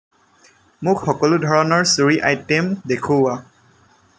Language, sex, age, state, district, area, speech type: Assamese, male, 18-30, Assam, Lakhimpur, rural, read